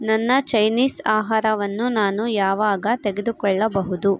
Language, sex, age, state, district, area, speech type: Kannada, female, 18-30, Karnataka, Chitradurga, urban, read